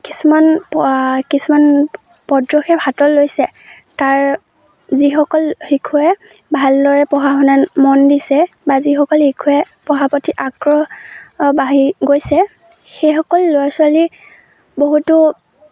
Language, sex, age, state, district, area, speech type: Assamese, female, 18-30, Assam, Lakhimpur, rural, spontaneous